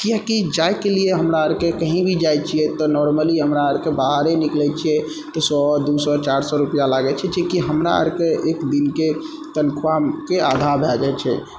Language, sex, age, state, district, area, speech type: Maithili, male, 30-45, Bihar, Purnia, rural, spontaneous